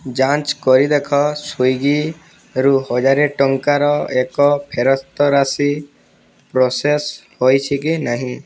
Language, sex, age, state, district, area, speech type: Odia, male, 18-30, Odisha, Boudh, rural, read